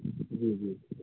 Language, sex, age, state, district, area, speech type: Urdu, male, 18-30, Uttar Pradesh, Azamgarh, rural, conversation